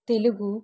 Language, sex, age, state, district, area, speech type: Telugu, female, 30-45, Telangana, Warangal, rural, spontaneous